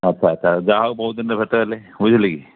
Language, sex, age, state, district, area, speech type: Odia, male, 60+, Odisha, Gajapati, rural, conversation